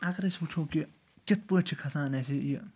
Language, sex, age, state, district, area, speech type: Kashmiri, male, 30-45, Jammu and Kashmir, Srinagar, urban, spontaneous